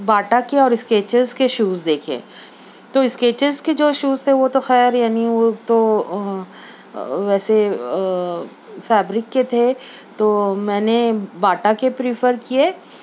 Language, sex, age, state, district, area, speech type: Urdu, female, 30-45, Maharashtra, Nashik, urban, spontaneous